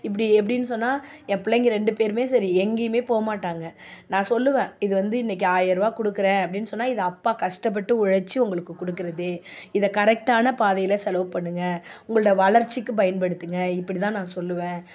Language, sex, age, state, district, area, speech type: Tamil, female, 45-60, Tamil Nadu, Nagapattinam, urban, spontaneous